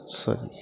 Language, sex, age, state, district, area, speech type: Maithili, male, 30-45, Bihar, Begusarai, rural, spontaneous